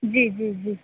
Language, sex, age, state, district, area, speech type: Urdu, female, 18-30, Uttar Pradesh, Aligarh, urban, conversation